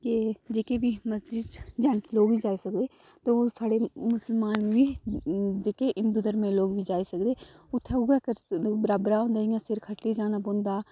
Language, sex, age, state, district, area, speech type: Dogri, female, 30-45, Jammu and Kashmir, Udhampur, rural, spontaneous